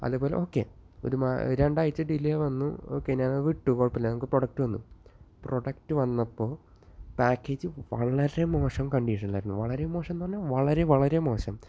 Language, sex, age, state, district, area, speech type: Malayalam, male, 18-30, Kerala, Thrissur, urban, spontaneous